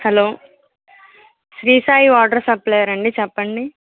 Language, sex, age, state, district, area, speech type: Telugu, female, 18-30, Andhra Pradesh, Krishna, rural, conversation